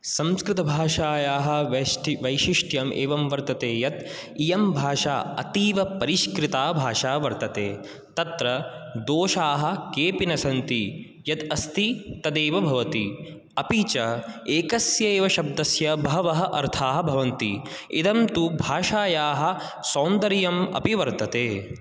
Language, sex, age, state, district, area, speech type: Sanskrit, male, 18-30, Rajasthan, Jaipur, urban, spontaneous